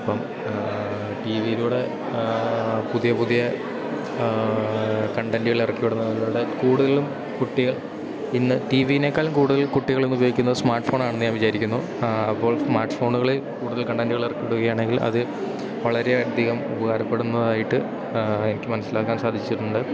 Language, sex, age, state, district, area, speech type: Malayalam, male, 18-30, Kerala, Idukki, rural, spontaneous